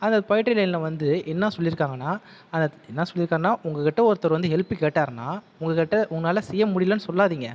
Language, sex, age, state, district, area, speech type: Tamil, male, 30-45, Tamil Nadu, Viluppuram, urban, spontaneous